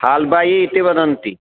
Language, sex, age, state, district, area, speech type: Sanskrit, male, 45-60, Karnataka, Uttara Kannada, urban, conversation